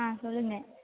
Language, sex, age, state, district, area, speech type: Tamil, female, 18-30, Tamil Nadu, Thanjavur, rural, conversation